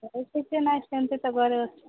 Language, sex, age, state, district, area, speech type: Odia, female, 30-45, Odisha, Nabarangpur, urban, conversation